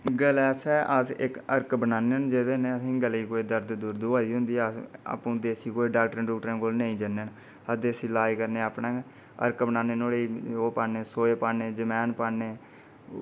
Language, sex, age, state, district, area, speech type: Dogri, male, 30-45, Jammu and Kashmir, Reasi, rural, spontaneous